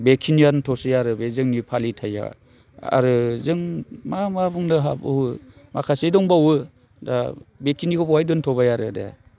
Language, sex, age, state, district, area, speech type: Bodo, male, 45-60, Assam, Chirang, urban, spontaneous